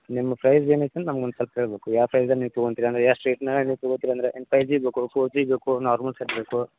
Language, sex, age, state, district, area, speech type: Kannada, male, 30-45, Karnataka, Vijayapura, rural, conversation